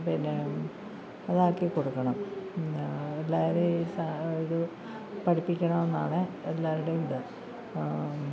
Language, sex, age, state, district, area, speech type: Malayalam, female, 60+, Kerala, Kollam, rural, spontaneous